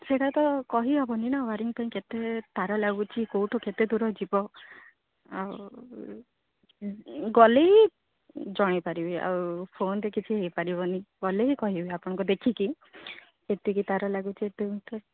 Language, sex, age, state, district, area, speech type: Odia, female, 45-60, Odisha, Sundergarh, rural, conversation